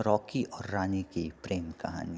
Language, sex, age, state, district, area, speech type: Maithili, male, 30-45, Bihar, Purnia, rural, spontaneous